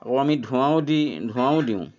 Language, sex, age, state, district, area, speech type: Assamese, male, 60+, Assam, Dhemaji, rural, spontaneous